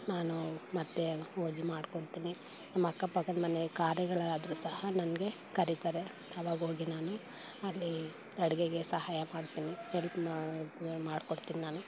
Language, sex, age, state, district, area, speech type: Kannada, female, 45-60, Karnataka, Mandya, rural, spontaneous